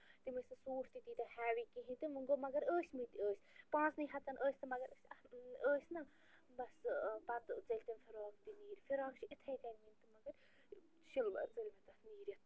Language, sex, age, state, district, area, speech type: Kashmiri, female, 30-45, Jammu and Kashmir, Bandipora, rural, spontaneous